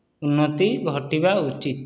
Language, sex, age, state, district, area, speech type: Odia, male, 18-30, Odisha, Dhenkanal, rural, spontaneous